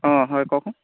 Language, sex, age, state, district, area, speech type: Assamese, male, 30-45, Assam, Golaghat, rural, conversation